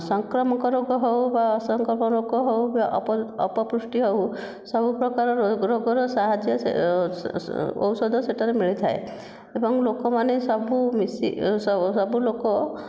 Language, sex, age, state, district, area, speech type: Odia, female, 60+, Odisha, Nayagarh, rural, spontaneous